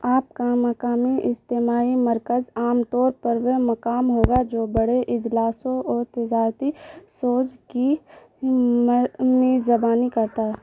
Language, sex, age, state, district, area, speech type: Urdu, female, 18-30, Bihar, Saharsa, rural, read